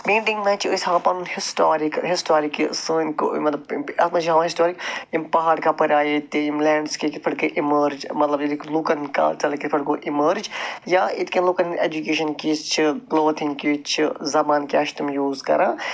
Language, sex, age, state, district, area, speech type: Kashmiri, male, 45-60, Jammu and Kashmir, Budgam, urban, spontaneous